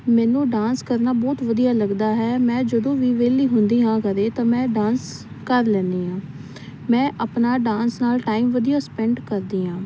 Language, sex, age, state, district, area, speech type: Punjabi, female, 18-30, Punjab, Fazilka, rural, spontaneous